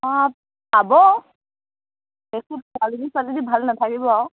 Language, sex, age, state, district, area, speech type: Assamese, female, 18-30, Assam, Dibrugarh, rural, conversation